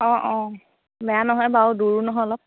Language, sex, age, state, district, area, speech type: Assamese, female, 30-45, Assam, Lakhimpur, rural, conversation